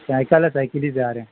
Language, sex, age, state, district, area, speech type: Urdu, male, 45-60, Bihar, Saharsa, rural, conversation